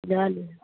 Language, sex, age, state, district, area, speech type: Maithili, female, 60+, Bihar, Araria, rural, conversation